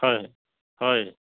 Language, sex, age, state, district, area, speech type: Assamese, male, 45-60, Assam, Charaideo, urban, conversation